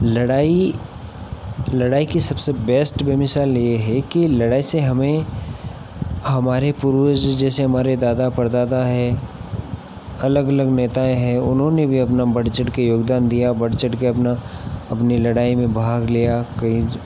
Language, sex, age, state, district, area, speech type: Hindi, male, 18-30, Rajasthan, Nagaur, rural, spontaneous